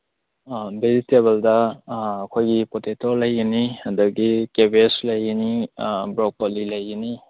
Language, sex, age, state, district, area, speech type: Manipuri, male, 18-30, Manipur, Kakching, rural, conversation